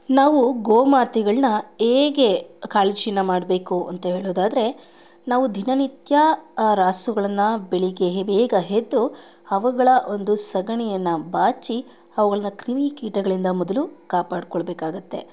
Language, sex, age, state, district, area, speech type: Kannada, female, 30-45, Karnataka, Mandya, rural, spontaneous